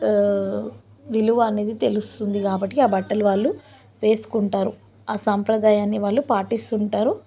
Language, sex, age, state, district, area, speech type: Telugu, female, 30-45, Telangana, Ranga Reddy, rural, spontaneous